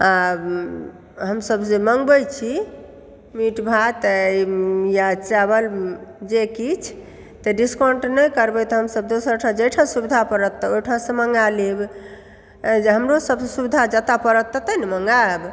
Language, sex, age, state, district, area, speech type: Maithili, female, 60+, Bihar, Supaul, rural, spontaneous